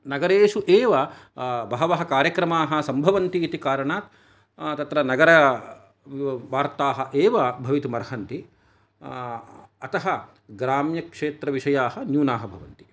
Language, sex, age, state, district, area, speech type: Sanskrit, male, 45-60, Karnataka, Kolar, urban, spontaneous